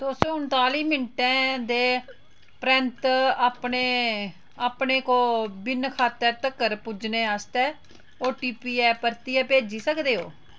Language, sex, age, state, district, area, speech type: Dogri, female, 45-60, Jammu and Kashmir, Udhampur, rural, read